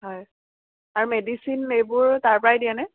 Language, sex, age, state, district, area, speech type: Assamese, female, 18-30, Assam, Sonitpur, rural, conversation